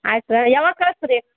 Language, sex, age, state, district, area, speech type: Kannada, female, 60+, Karnataka, Koppal, rural, conversation